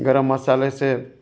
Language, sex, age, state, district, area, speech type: Hindi, male, 45-60, Madhya Pradesh, Ujjain, urban, spontaneous